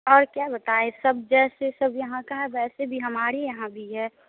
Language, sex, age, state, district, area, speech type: Hindi, female, 18-30, Bihar, Samastipur, rural, conversation